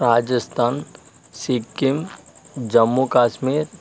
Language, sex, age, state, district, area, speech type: Telugu, male, 45-60, Andhra Pradesh, Vizianagaram, rural, spontaneous